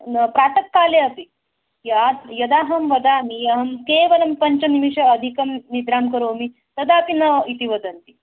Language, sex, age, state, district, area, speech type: Sanskrit, female, 30-45, Karnataka, Bangalore Urban, urban, conversation